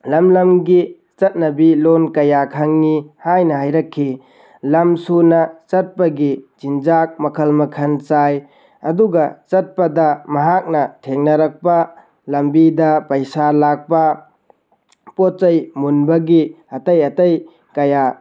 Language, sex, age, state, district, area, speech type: Manipuri, male, 18-30, Manipur, Tengnoupal, rural, spontaneous